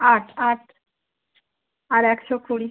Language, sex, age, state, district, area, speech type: Bengali, female, 18-30, West Bengal, Birbhum, urban, conversation